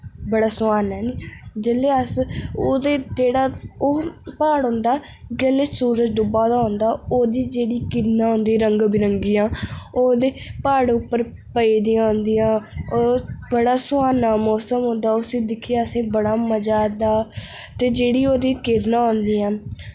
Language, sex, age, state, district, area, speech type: Dogri, female, 18-30, Jammu and Kashmir, Reasi, urban, spontaneous